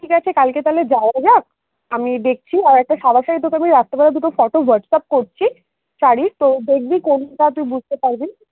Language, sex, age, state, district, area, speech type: Bengali, female, 30-45, West Bengal, Dakshin Dinajpur, urban, conversation